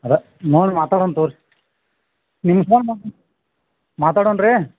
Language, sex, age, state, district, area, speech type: Kannada, male, 45-60, Karnataka, Belgaum, rural, conversation